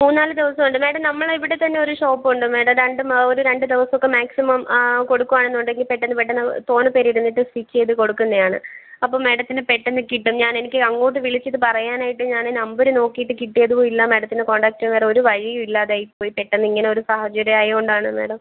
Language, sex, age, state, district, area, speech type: Malayalam, female, 18-30, Kerala, Thiruvananthapuram, rural, conversation